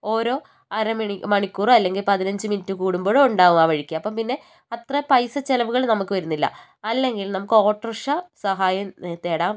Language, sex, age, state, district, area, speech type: Malayalam, female, 60+, Kerala, Wayanad, rural, spontaneous